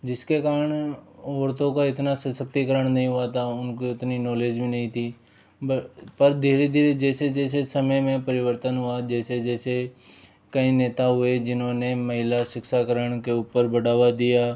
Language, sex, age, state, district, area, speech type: Hindi, male, 18-30, Rajasthan, Jaipur, urban, spontaneous